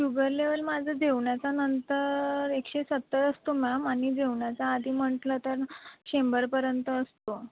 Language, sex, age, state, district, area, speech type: Marathi, female, 30-45, Maharashtra, Nagpur, rural, conversation